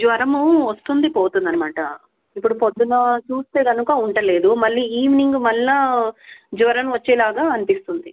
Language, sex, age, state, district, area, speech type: Telugu, female, 30-45, Andhra Pradesh, Krishna, urban, conversation